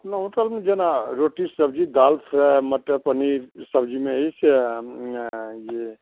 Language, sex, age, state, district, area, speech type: Maithili, male, 45-60, Bihar, Supaul, rural, conversation